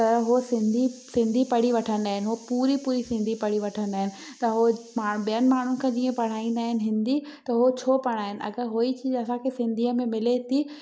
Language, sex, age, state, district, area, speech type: Sindhi, female, 18-30, Madhya Pradesh, Katni, rural, spontaneous